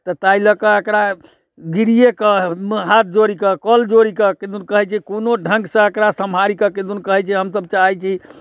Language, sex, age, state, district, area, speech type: Maithili, male, 60+, Bihar, Muzaffarpur, urban, spontaneous